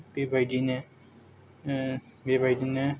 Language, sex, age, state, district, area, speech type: Bodo, male, 18-30, Assam, Kokrajhar, rural, spontaneous